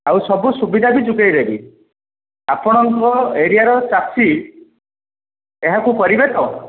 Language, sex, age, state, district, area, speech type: Odia, male, 60+, Odisha, Dhenkanal, rural, conversation